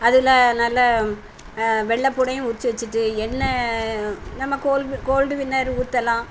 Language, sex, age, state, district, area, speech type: Tamil, female, 60+, Tamil Nadu, Thoothukudi, rural, spontaneous